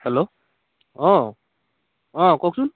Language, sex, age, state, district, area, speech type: Assamese, male, 45-60, Assam, Dhemaji, rural, conversation